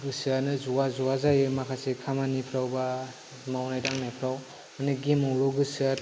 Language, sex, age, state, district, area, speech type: Bodo, male, 30-45, Assam, Kokrajhar, rural, spontaneous